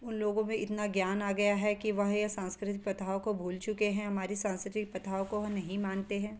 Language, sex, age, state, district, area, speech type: Hindi, female, 30-45, Madhya Pradesh, Betul, urban, spontaneous